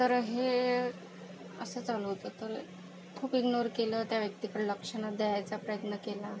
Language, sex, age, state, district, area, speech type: Marathi, female, 18-30, Maharashtra, Akola, rural, spontaneous